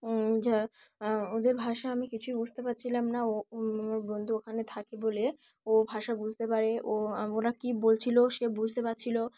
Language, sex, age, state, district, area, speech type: Bengali, female, 18-30, West Bengal, Dakshin Dinajpur, urban, spontaneous